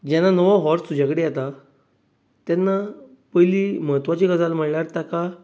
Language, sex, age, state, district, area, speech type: Goan Konkani, male, 30-45, Goa, Bardez, urban, spontaneous